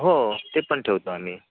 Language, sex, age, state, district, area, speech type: Marathi, male, 30-45, Maharashtra, Sindhudurg, rural, conversation